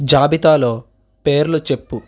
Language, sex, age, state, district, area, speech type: Telugu, male, 30-45, Andhra Pradesh, Eluru, rural, read